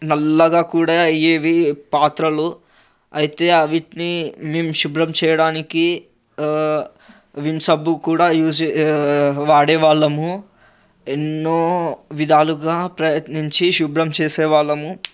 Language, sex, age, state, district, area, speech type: Telugu, male, 18-30, Telangana, Ranga Reddy, urban, spontaneous